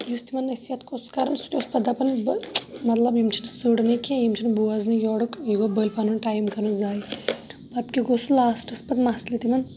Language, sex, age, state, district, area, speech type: Kashmiri, female, 30-45, Jammu and Kashmir, Shopian, rural, spontaneous